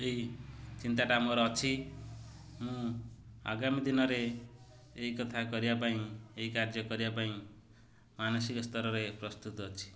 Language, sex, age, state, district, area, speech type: Odia, male, 30-45, Odisha, Jagatsinghpur, urban, spontaneous